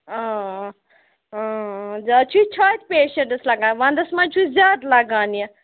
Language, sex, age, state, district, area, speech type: Kashmiri, female, 30-45, Jammu and Kashmir, Ganderbal, rural, conversation